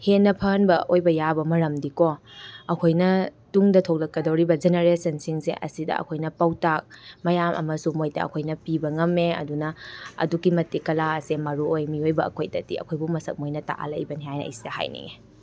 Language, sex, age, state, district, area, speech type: Manipuri, female, 18-30, Manipur, Kakching, rural, spontaneous